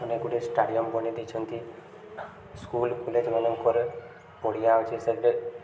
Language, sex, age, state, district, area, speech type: Odia, male, 18-30, Odisha, Subarnapur, urban, spontaneous